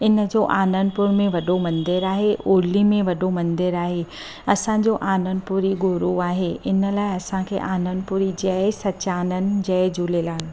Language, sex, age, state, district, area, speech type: Sindhi, female, 30-45, Gujarat, Surat, urban, spontaneous